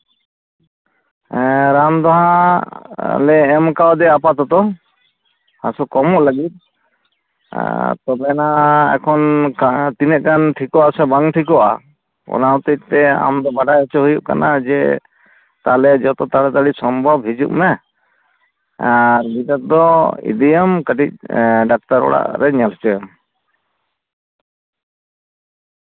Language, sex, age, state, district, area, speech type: Santali, male, 45-60, West Bengal, Purulia, rural, conversation